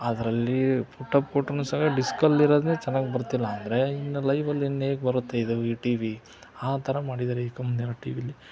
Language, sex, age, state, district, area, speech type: Kannada, male, 45-60, Karnataka, Chitradurga, rural, spontaneous